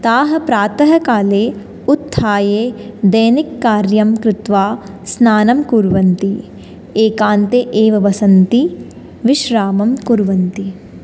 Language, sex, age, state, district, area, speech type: Sanskrit, female, 18-30, Rajasthan, Jaipur, urban, spontaneous